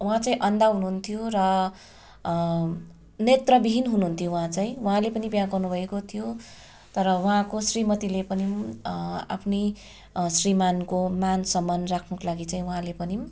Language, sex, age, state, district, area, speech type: Nepali, female, 30-45, West Bengal, Darjeeling, rural, spontaneous